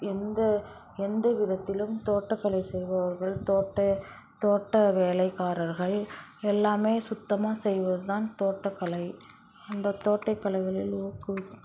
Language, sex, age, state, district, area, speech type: Tamil, female, 18-30, Tamil Nadu, Thanjavur, rural, spontaneous